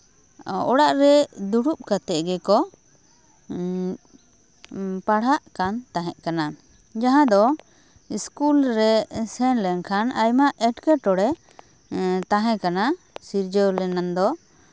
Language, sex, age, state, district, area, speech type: Santali, female, 30-45, West Bengal, Bankura, rural, spontaneous